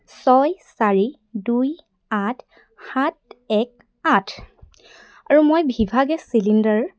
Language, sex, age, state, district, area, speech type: Assamese, female, 18-30, Assam, Sivasagar, rural, read